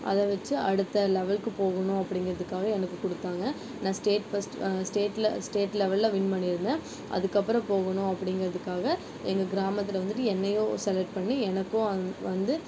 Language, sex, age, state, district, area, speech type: Tamil, female, 18-30, Tamil Nadu, Erode, rural, spontaneous